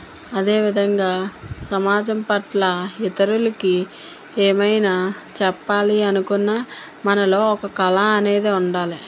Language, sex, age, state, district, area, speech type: Telugu, female, 45-60, Telangana, Mancherial, rural, spontaneous